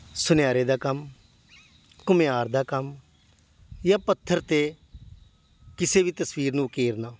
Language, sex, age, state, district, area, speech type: Punjabi, male, 45-60, Punjab, Patiala, urban, spontaneous